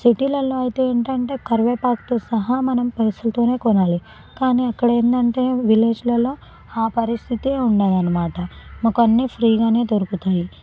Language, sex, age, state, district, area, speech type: Telugu, female, 18-30, Telangana, Sangareddy, rural, spontaneous